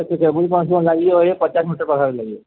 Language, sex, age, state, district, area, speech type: Odia, male, 60+, Odisha, Gajapati, rural, conversation